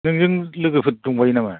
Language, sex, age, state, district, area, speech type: Bodo, male, 60+, Assam, Chirang, rural, conversation